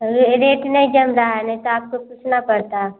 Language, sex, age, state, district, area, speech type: Hindi, female, 18-30, Bihar, Samastipur, rural, conversation